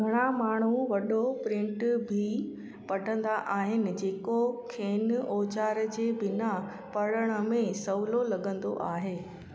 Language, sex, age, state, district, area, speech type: Sindhi, female, 30-45, Gujarat, Junagadh, urban, read